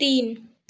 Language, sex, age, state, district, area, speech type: Hindi, female, 18-30, Madhya Pradesh, Chhindwara, urban, read